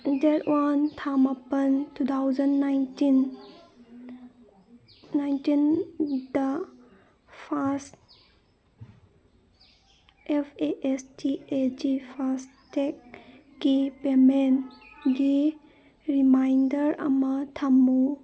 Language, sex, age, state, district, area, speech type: Manipuri, female, 30-45, Manipur, Senapati, rural, read